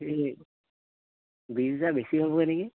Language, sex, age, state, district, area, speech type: Assamese, male, 18-30, Assam, Tinsukia, rural, conversation